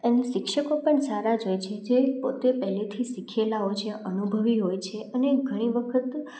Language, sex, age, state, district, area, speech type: Gujarati, female, 18-30, Gujarat, Rajkot, rural, spontaneous